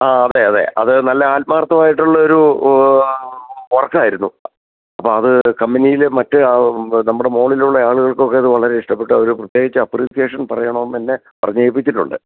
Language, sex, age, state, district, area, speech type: Malayalam, male, 60+, Kerala, Idukki, rural, conversation